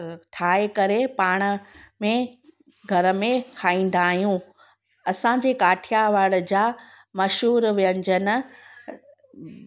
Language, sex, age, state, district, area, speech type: Sindhi, female, 30-45, Gujarat, Junagadh, rural, spontaneous